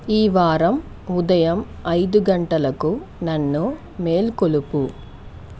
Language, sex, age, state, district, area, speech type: Telugu, female, 30-45, Andhra Pradesh, Sri Balaji, rural, read